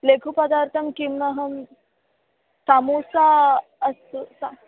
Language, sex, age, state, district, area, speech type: Sanskrit, female, 18-30, Kerala, Wayanad, rural, conversation